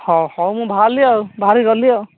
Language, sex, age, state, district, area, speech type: Odia, male, 18-30, Odisha, Jagatsinghpur, rural, conversation